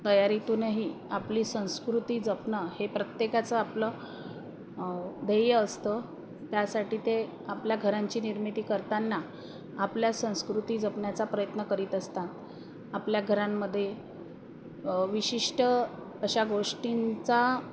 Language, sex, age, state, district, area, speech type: Marathi, female, 45-60, Maharashtra, Wardha, urban, spontaneous